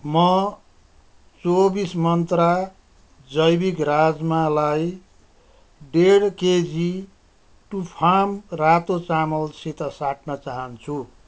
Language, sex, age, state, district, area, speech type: Nepali, male, 60+, West Bengal, Kalimpong, rural, read